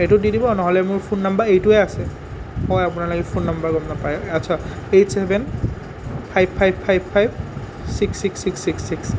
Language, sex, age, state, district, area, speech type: Assamese, male, 18-30, Assam, Nalbari, rural, spontaneous